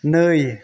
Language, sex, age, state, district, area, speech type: Bodo, male, 30-45, Assam, Kokrajhar, rural, read